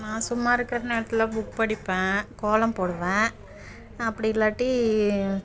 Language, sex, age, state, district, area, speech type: Tamil, female, 30-45, Tamil Nadu, Dharmapuri, rural, spontaneous